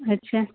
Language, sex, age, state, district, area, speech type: Gujarati, female, 30-45, Gujarat, Anand, urban, conversation